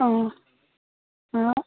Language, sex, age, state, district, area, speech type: Malayalam, male, 18-30, Kerala, Kasaragod, rural, conversation